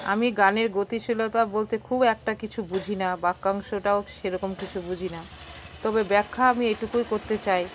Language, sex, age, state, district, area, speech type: Bengali, female, 45-60, West Bengal, Alipurduar, rural, spontaneous